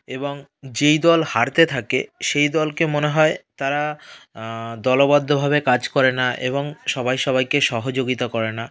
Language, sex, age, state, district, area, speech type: Bengali, male, 30-45, West Bengal, South 24 Parganas, rural, spontaneous